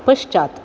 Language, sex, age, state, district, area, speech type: Sanskrit, female, 60+, Karnataka, Dakshina Kannada, urban, read